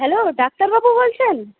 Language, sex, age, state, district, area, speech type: Bengali, female, 30-45, West Bengal, Purulia, urban, conversation